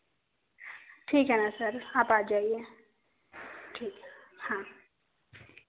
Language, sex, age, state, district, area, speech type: Hindi, female, 18-30, Madhya Pradesh, Betul, rural, conversation